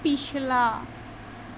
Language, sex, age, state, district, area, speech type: Dogri, female, 18-30, Jammu and Kashmir, Kathua, rural, read